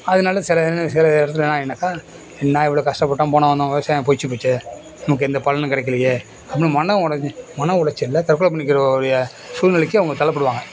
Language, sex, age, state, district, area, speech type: Tamil, male, 60+, Tamil Nadu, Nagapattinam, rural, spontaneous